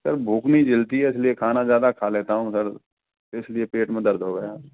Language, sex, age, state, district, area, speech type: Hindi, male, 30-45, Rajasthan, Karauli, rural, conversation